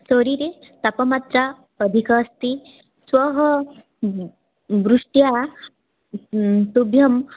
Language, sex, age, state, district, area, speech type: Sanskrit, female, 18-30, Odisha, Mayurbhanj, rural, conversation